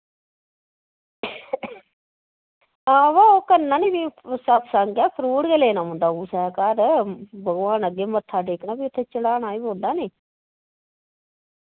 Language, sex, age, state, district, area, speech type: Dogri, female, 60+, Jammu and Kashmir, Udhampur, rural, conversation